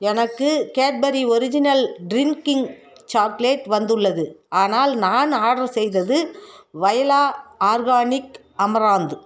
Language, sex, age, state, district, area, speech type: Tamil, female, 45-60, Tamil Nadu, Dharmapuri, rural, read